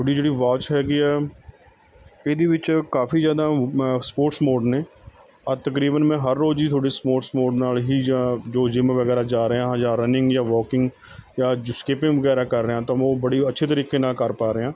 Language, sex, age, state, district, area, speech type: Punjabi, male, 30-45, Punjab, Mohali, rural, spontaneous